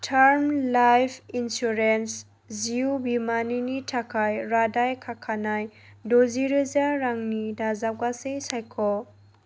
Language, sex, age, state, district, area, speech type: Bodo, female, 18-30, Assam, Chirang, rural, read